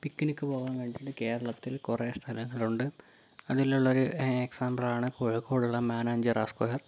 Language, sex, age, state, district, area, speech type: Malayalam, male, 18-30, Kerala, Kozhikode, urban, spontaneous